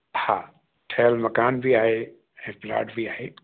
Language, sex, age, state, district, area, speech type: Sindhi, male, 60+, Uttar Pradesh, Lucknow, urban, conversation